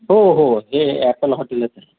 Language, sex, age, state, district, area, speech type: Marathi, male, 30-45, Maharashtra, Osmanabad, rural, conversation